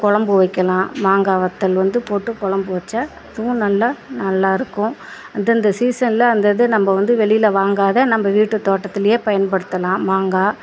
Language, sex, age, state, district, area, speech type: Tamil, female, 45-60, Tamil Nadu, Perambalur, rural, spontaneous